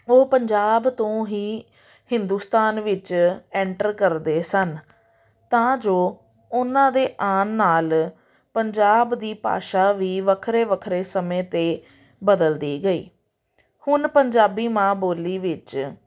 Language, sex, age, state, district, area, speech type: Punjabi, female, 30-45, Punjab, Amritsar, urban, spontaneous